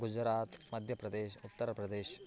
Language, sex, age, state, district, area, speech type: Sanskrit, male, 18-30, Karnataka, Bagalkot, rural, spontaneous